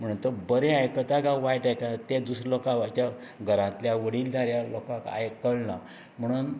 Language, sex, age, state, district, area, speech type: Goan Konkani, male, 60+, Goa, Canacona, rural, spontaneous